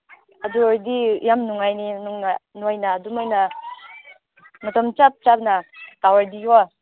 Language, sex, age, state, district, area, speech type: Manipuri, female, 18-30, Manipur, Senapati, rural, conversation